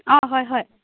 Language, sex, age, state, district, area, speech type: Assamese, female, 18-30, Assam, Charaideo, rural, conversation